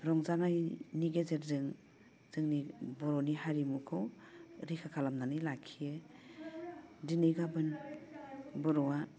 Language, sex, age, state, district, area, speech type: Bodo, female, 45-60, Assam, Udalguri, urban, spontaneous